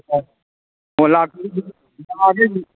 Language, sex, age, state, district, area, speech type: Manipuri, male, 45-60, Manipur, Kangpokpi, urban, conversation